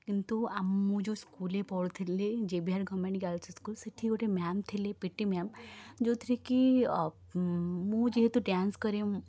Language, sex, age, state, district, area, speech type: Odia, female, 18-30, Odisha, Puri, urban, spontaneous